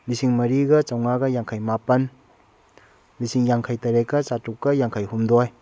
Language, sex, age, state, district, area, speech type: Manipuri, male, 30-45, Manipur, Kakching, rural, spontaneous